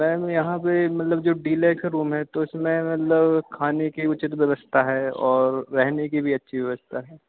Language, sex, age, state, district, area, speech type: Hindi, male, 18-30, Madhya Pradesh, Hoshangabad, urban, conversation